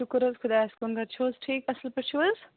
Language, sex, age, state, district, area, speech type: Kashmiri, female, 18-30, Jammu and Kashmir, Bandipora, rural, conversation